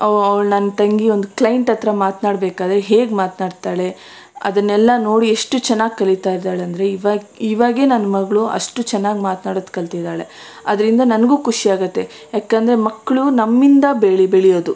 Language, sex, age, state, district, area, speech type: Kannada, female, 30-45, Karnataka, Bangalore Rural, rural, spontaneous